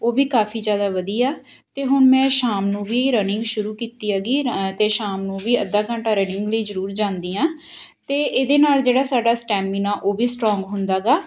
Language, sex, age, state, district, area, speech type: Punjabi, female, 30-45, Punjab, Patiala, rural, spontaneous